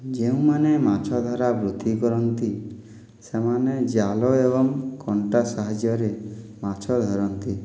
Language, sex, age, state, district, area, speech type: Odia, male, 60+, Odisha, Boudh, rural, spontaneous